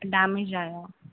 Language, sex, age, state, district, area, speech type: Malayalam, female, 18-30, Kerala, Wayanad, rural, conversation